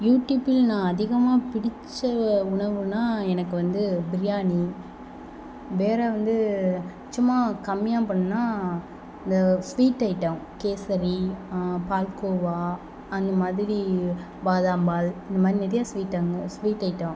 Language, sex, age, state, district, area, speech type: Tamil, female, 18-30, Tamil Nadu, Sivaganga, rural, spontaneous